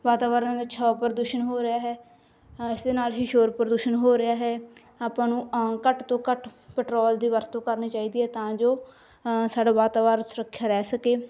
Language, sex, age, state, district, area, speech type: Punjabi, female, 18-30, Punjab, Bathinda, rural, spontaneous